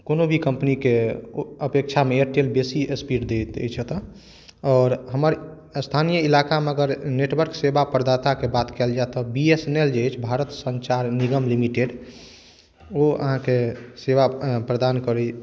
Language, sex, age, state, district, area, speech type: Maithili, male, 45-60, Bihar, Madhubani, urban, spontaneous